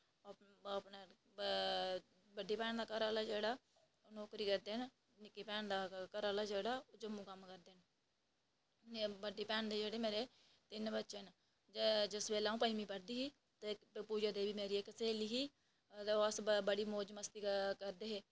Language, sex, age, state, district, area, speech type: Dogri, female, 18-30, Jammu and Kashmir, Reasi, rural, spontaneous